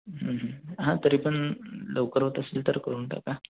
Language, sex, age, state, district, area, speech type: Marathi, male, 18-30, Maharashtra, Sangli, urban, conversation